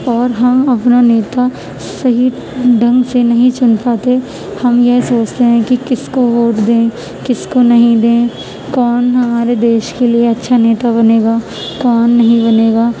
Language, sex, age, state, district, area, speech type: Urdu, female, 18-30, Uttar Pradesh, Gautam Buddha Nagar, rural, spontaneous